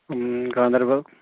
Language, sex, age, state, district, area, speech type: Kashmiri, male, 30-45, Jammu and Kashmir, Ganderbal, rural, conversation